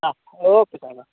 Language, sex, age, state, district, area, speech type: Gujarati, male, 18-30, Gujarat, Anand, rural, conversation